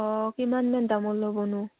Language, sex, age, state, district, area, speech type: Assamese, female, 18-30, Assam, Udalguri, rural, conversation